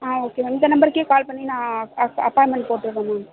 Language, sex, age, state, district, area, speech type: Tamil, female, 18-30, Tamil Nadu, Thanjavur, urban, conversation